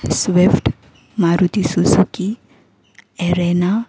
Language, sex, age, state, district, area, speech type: Marathi, female, 18-30, Maharashtra, Ratnagiri, urban, spontaneous